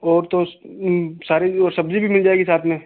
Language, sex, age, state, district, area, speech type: Hindi, male, 18-30, Rajasthan, Ajmer, urban, conversation